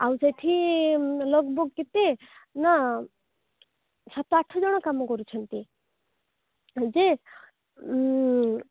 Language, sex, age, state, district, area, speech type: Odia, female, 45-60, Odisha, Nabarangpur, rural, conversation